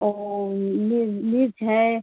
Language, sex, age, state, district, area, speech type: Hindi, female, 30-45, Uttar Pradesh, Ghazipur, rural, conversation